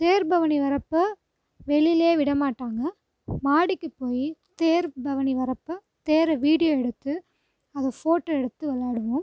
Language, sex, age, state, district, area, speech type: Tamil, female, 18-30, Tamil Nadu, Tiruchirappalli, rural, spontaneous